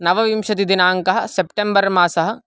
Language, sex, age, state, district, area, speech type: Sanskrit, male, 18-30, Karnataka, Mysore, urban, spontaneous